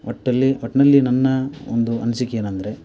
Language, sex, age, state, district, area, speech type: Kannada, male, 30-45, Karnataka, Koppal, rural, spontaneous